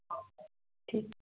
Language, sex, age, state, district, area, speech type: Dogri, female, 30-45, Jammu and Kashmir, Reasi, rural, conversation